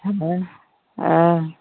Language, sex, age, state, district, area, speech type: Hindi, female, 60+, Uttar Pradesh, Mau, rural, conversation